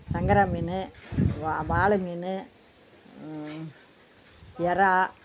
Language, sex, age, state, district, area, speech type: Tamil, female, 60+, Tamil Nadu, Viluppuram, rural, spontaneous